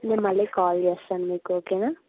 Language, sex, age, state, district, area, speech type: Telugu, female, 18-30, Andhra Pradesh, Anakapalli, rural, conversation